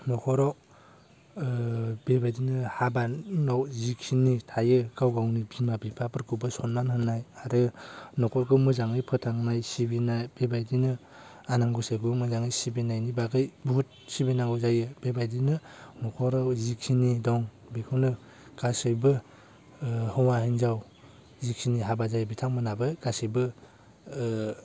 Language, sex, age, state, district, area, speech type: Bodo, male, 18-30, Assam, Baksa, rural, spontaneous